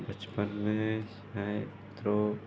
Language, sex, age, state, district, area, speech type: Sindhi, male, 30-45, Gujarat, Surat, urban, spontaneous